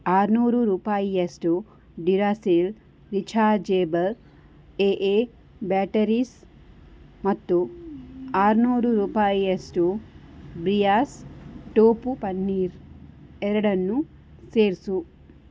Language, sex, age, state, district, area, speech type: Kannada, female, 18-30, Karnataka, Tumkur, rural, read